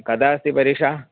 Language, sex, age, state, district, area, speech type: Sanskrit, male, 30-45, Kerala, Kozhikode, urban, conversation